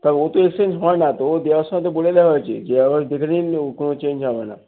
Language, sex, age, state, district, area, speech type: Bengali, male, 45-60, West Bengal, North 24 Parganas, urban, conversation